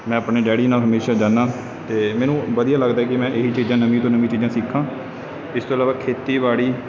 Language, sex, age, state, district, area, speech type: Punjabi, male, 18-30, Punjab, Kapurthala, rural, spontaneous